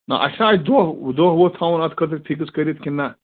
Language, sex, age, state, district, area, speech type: Kashmiri, male, 30-45, Jammu and Kashmir, Bandipora, rural, conversation